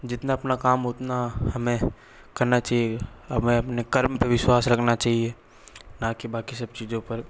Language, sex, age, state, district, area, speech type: Hindi, male, 60+, Rajasthan, Jodhpur, urban, spontaneous